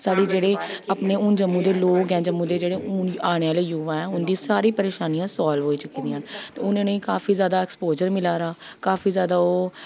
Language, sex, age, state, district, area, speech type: Dogri, female, 30-45, Jammu and Kashmir, Jammu, urban, spontaneous